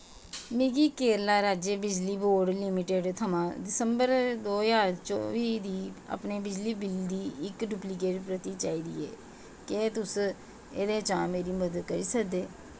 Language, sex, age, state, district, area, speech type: Dogri, female, 45-60, Jammu and Kashmir, Jammu, urban, read